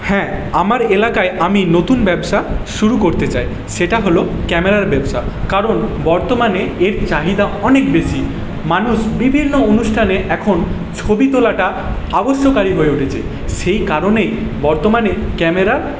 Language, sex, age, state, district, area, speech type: Bengali, male, 18-30, West Bengal, Paschim Medinipur, rural, spontaneous